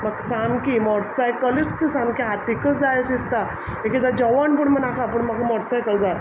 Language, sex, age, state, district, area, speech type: Goan Konkani, female, 45-60, Goa, Quepem, rural, spontaneous